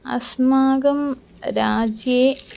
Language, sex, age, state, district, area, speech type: Sanskrit, female, 18-30, Kerala, Thiruvananthapuram, urban, spontaneous